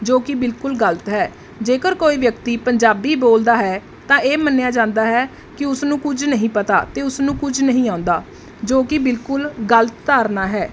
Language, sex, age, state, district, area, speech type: Punjabi, female, 30-45, Punjab, Mohali, rural, spontaneous